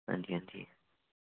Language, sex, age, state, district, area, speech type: Dogri, male, 18-30, Jammu and Kashmir, Samba, urban, conversation